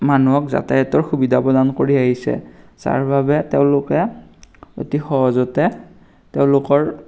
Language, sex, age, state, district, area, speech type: Assamese, male, 18-30, Assam, Darrang, rural, spontaneous